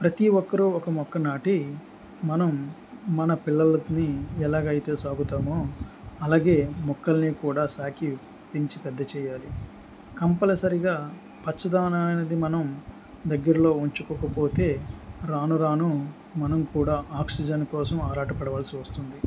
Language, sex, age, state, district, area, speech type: Telugu, male, 45-60, Andhra Pradesh, Anakapalli, rural, spontaneous